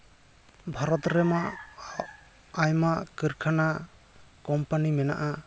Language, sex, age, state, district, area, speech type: Santali, male, 30-45, West Bengal, Jhargram, rural, spontaneous